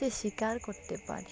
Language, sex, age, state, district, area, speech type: Bengali, female, 18-30, West Bengal, Dakshin Dinajpur, urban, spontaneous